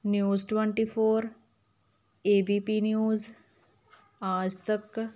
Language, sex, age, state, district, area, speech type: Punjabi, female, 30-45, Punjab, Hoshiarpur, rural, spontaneous